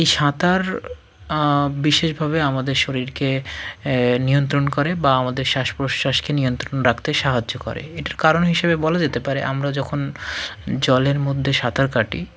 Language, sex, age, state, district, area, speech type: Bengali, male, 30-45, West Bengal, Hooghly, urban, spontaneous